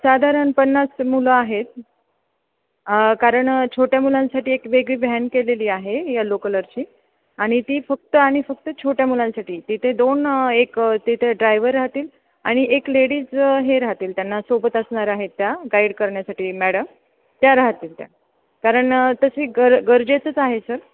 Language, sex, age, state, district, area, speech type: Marathi, female, 30-45, Maharashtra, Ahmednagar, urban, conversation